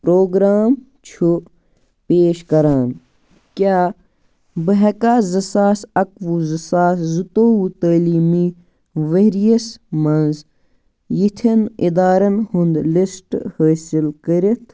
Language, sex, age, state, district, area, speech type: Kashmiri, male, 18-30, Jammu and Kashmir, Baramulla, rural, read